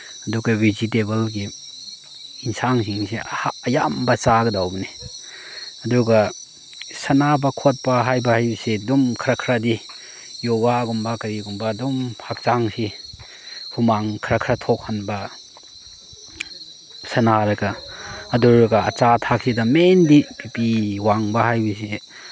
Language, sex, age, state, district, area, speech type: Manipuri, male, 30-45, Manipur, Chandel, rural, spontaneous